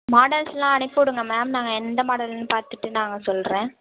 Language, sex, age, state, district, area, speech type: Tamil, female, 18-30, Tamil Nadu, Tiruvarur, rural, conversation